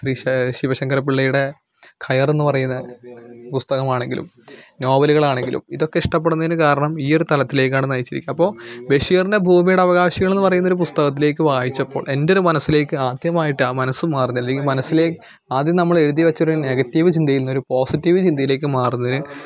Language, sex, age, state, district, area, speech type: Malayalam, male, 18-30, Kerala, Malappuram, rural, spontaneous